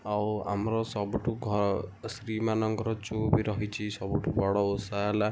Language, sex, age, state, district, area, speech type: Odia, female, 18-30, Odisha, Kendujhar, urban, spontaneous